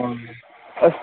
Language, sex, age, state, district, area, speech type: Manipuri, male, 18-30, Manipur, Kangpokpi, urban, conversation